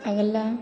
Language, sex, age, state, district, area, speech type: Hindi, female, 18-30, Uttar Pradesh, Chandauli, rural, read